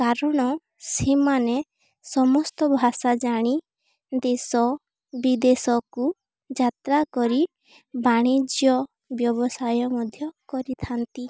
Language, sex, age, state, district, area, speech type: Odia, female, 18-30, Odisha, Balangir, urban, spontaneous